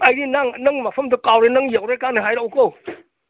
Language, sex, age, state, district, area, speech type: Manipuri, male, 60+, Manipur, Imphal East, rural, conversation